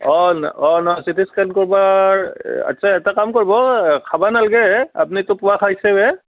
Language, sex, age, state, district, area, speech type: Assamese, male, 60+, Assam, Barpeta, rural, conversation